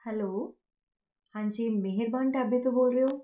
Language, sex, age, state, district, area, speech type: Punjabi, female, 30-45, Punjab, Rupnagar, urban, spontaneous